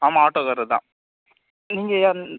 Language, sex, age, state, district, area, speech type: Tamil, male, 30-45, Tamil Nadu, Cuddalore, rural, conversation